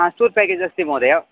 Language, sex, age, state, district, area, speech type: Sanskrit, male, 30-45, Karnataka, Vijayapura, urban, conversation